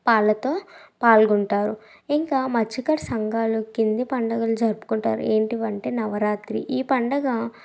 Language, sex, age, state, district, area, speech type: Telugu, female, 18-30, Andhra Pradesh, N T Rama Rao, urban, spontaneous